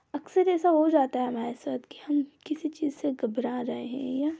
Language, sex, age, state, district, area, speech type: Hindi, female, 18-30, Madhya Pradesh, Ujjain, urban, spontaneous